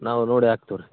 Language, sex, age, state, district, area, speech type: Kannada, male, 45-60, Karnataka, Raichur, rural, conversation